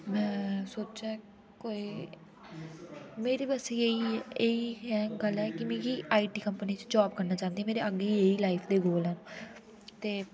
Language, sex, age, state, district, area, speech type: Dogri, female, 18-30, Jammu and Kashmir, Udhampur, urban, spontaneous